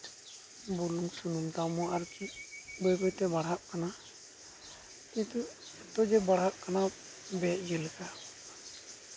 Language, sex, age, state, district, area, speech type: Santali, male, 18-30, West Bengal, Uttar Dinajpur, rural, spontaneous